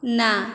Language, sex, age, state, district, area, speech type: Odia, female, 30-45, Odisha, Dhenkanal, rural, read